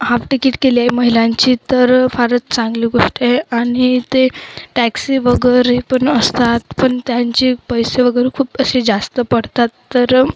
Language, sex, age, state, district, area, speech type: Marathi, female, 30-45, Maharashtra, Wardha, rural, spontaneous